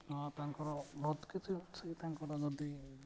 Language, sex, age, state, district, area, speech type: Odia, male, 18-30, Odisha, Nabarangpur, urban, spontaneous